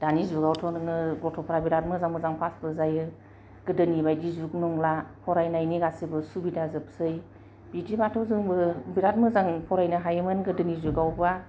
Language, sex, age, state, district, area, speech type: Bodo, female, 45-60, Assam, Kokrajhar, urban, spontaneous